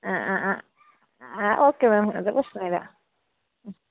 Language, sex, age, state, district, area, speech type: Malayalam, female, 45-60, Kerala, Kasaragod, rural, conversation